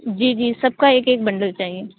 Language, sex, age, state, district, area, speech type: Urdu, female, 30-45, Uttar Pradesh, Aligarh, rural, conversation